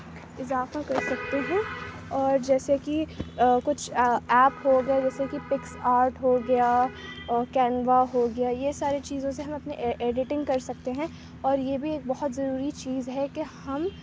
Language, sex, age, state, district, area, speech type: Urdu, female, 45-60, Uttar Pradesh, Aligarh, urban, spontaneous